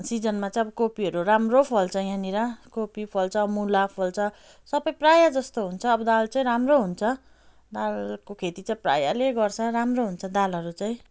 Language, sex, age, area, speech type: Nepali, female, 30-45, rural, spontaneous